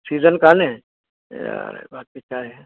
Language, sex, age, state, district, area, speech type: Sindhi, male, 60+, Maharashtra, Mumbai City, urban, conversation